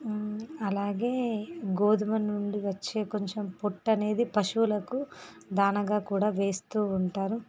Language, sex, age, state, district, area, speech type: Telugu, female, 45-60, Andhra Pradesh, Visakhapatnam, urban, spontaneous